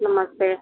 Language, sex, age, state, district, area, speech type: Hindi, female, 60+, Uttar Pradesh, Sitapur, rural, conversation